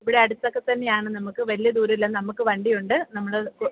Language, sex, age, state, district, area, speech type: Malayalam, female, 30-45, Kerala, Kottayam, urban, conversation